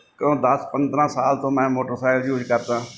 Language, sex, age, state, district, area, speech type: Punjabi, male, 45-60, Punjab, Mansa, urban, spontaneous